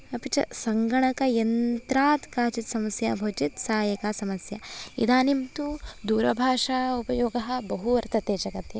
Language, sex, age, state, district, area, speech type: Sanskrit, female, 18-30, Karnataka, Davanagere, urban, spontaneous